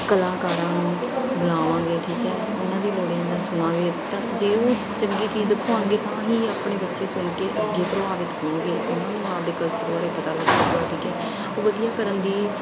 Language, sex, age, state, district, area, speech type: Punjabi, female, 30-45, Punjab, Bathinda, urban, spontaneous